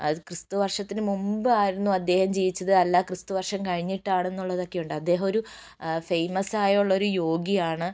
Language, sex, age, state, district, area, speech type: Malayalam, female, 60+, Kerala, Wayanad, rural, spontaneous